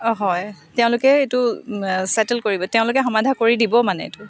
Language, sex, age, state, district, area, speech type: Assamese, female, 30-45, Assam, Dibrugarh, urban, spontaneous